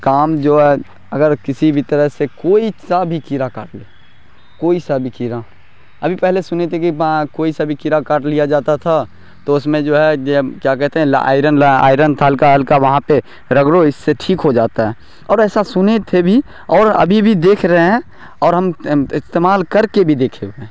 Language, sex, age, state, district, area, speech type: Urdu, male, 18-30, Bihar, Darbhanga, rural, spontaneous